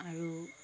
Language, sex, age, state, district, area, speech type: Assamese, female, 60+, Assam, Tinsukia, rural, spontaneous